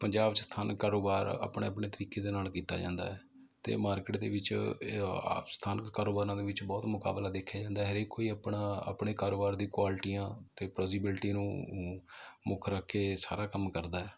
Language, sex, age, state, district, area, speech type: Punjabi, male, 30-45, Punjab, Mohali, urban, spontaneous